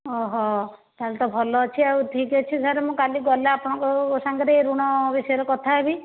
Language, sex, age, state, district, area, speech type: Odia, female, 30-45, Odisha, Bhadrak, rural, conversation